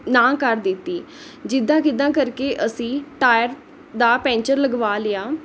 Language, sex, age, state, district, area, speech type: Punjabi, female, 18-30, Punjab, Mohali, rural, spontaneous